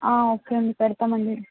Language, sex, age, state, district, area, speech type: Telugu, female, 45-60, Andhra Pradesh, Vizianagaram, rural, conversation